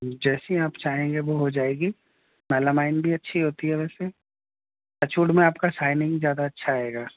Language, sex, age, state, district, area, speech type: Urdu, male, 60+, Delhi, North East Delhi, urban, conversation